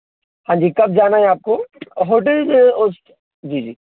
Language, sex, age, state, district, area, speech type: Hindi, male, 18-30, Madhya Pradesh, Bhopal, urban, conversation